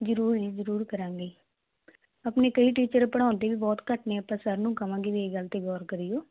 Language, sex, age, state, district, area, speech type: Punjabi, female, 18-30, Punjab, Muktsar, rural, conversation